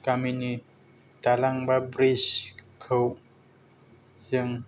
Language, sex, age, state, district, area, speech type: Bodo, male, 18-30, Assam, Kokrajhar, rural, spontaneous